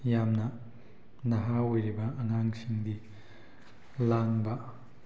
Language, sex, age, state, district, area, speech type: Manipuri, male, 18-30, Manipur, Tengnoupal, rural, spontaneous